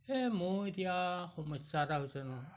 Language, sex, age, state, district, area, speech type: Assamese, male, 60+, Assam, Majuli, urban, spontaneous